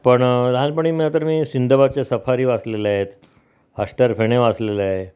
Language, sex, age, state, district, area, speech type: Marathi, male, 60+, Maharashtra, Mumbai Suburban, urban, spontaneous